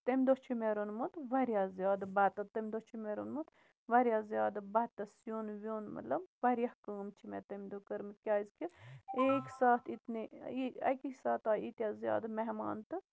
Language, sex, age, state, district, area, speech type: Kashmiri, female, 30-45, Jammu and Kashmir, Bandipora, rural, spontaneous